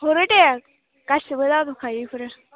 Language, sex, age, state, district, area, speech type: Bodo, female, 18-30, Assam, Baksa, rural, conversation